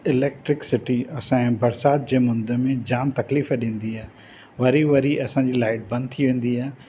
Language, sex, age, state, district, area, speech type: Sindhi, male, 45-60, Maharashtra, Thane, urban, spontaneous